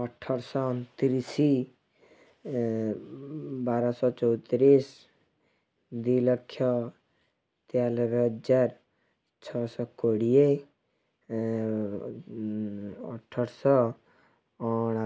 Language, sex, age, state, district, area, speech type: Odia, male, 18-30, Odisha, Kendujhar, urban, spontaneous